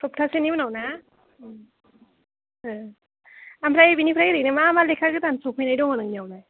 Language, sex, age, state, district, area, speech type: Bodo, female, 30-45, Assam, Chirang, urban, conversation